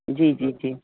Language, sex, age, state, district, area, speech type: Sindhi, female, 60+, Rajasthan, Ajmer, urban, conversation